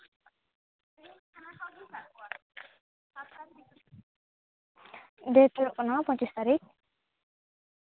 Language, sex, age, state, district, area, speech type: Santali, female, 18-30, West Bengal, Jhargram, rural, conversation